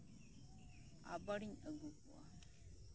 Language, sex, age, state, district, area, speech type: Santali, female, 30-45, West Bengal, Birbhum, rural, spontaneous